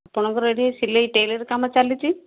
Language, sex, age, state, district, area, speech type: Odia, female, 45-60, Odisha, Gajapati, rural, conversation